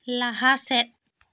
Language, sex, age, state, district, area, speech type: Santali, female, 18-30, West Bengal, Bankura, rural, read